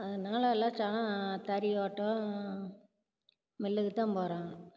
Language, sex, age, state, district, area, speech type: Tamil, female, 60+, Tamil Nadu, Namakkal, rural, spontaneous